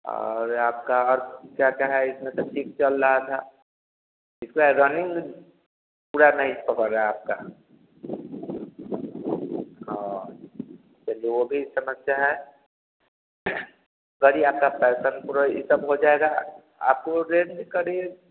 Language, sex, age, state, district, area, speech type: Hindi, male, 30-45, Bihar, Vaishali, rural, conversation